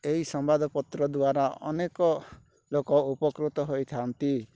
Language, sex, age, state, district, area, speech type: Odia, male, 30-45, Odisha, Rayagada, rural, spontaneous